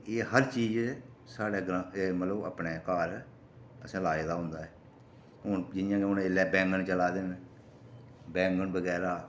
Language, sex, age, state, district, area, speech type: Dogri, male, 30-45, Jammu and Kashmir, Reasi, rural, spontaneous